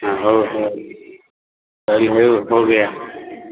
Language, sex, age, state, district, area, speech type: Odia, male, 60+, Odisha, Sundergarh, urban, conversation